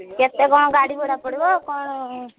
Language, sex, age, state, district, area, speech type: Odia, female, 45-60, Odisha, Angul, rural, conversation